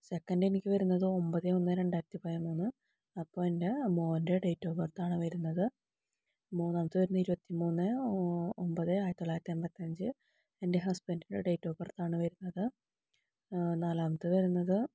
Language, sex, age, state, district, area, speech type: Malayalam, female, 30-45, Kerala, Palakkad, rural, spontaneous